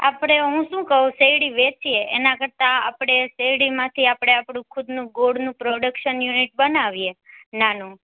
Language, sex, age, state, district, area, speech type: Gujarati, female, 18-30, Gujarat, Ahmedabad, urban, conversation